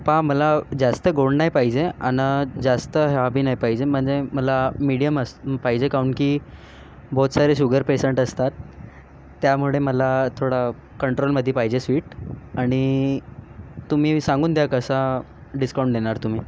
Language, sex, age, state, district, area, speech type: Marathi, male, 18-30, Maharashtra, Nagpur, urban, spontaneous